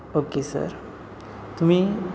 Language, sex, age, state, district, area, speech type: Marathi, male, 30-45, Maharashtra, Satara, urban, spontaneous